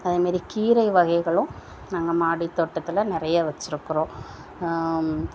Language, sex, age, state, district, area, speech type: Tamil, female, 30-45, Tamil Nadu, Thoothukudi, rural, spontaneous